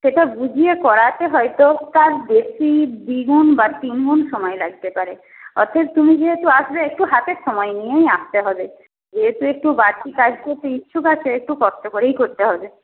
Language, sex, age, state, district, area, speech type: Bengali, female, 30-45, West Bengal, Paschim Medinipur, rural, conversation